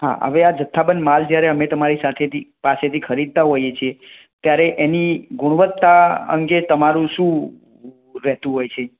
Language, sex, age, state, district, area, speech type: Gujarati, male, 18-30, Gujarat, Mehsana, rural, conversation